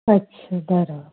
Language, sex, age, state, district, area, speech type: Sindhi, female, 45-60, Gujarat, Kutch, rural, conversation